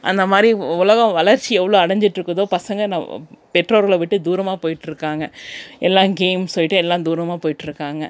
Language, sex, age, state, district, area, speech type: Tamil, female, 30-45, Tamil Nadu, Krishnagiri, rural, spontaneous